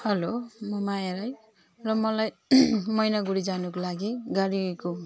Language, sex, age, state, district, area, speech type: Nepali, female, 45-60, West Bengal, Jalpaiguri, urban, spontaneous